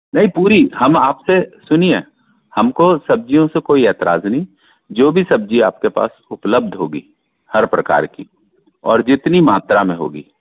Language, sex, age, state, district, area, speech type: Hindi, male, 60+, Madhya Pradesh, Balaghat, rural, conversation